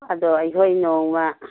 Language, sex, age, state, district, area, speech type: Manipuri, female, 45-60, Manipur, Imphal East, rural, conversation